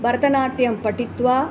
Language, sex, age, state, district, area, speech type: Sanskrit, female, 60+, Kerala, Palakkad, urban, spontaneous